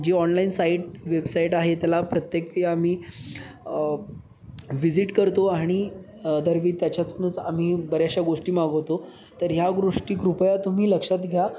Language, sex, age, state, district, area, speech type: Marathi, male, 18-30, Maharashtra, Sangli, urban, spontaneous